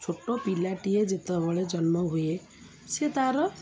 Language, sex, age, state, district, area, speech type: Odia, female, 30-45, Odisha, Jagatsinghpur, urban, spontaneous